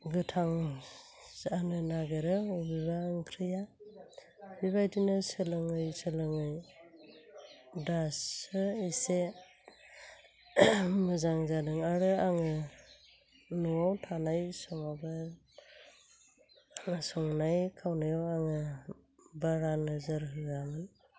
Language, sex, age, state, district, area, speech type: Bodo, female, 45-60, Assam, Chirang, rural, spontaneous